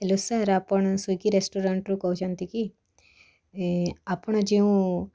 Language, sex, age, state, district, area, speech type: Odia, female, 18-30, Odisha, Kalahandi, rural, spontaneous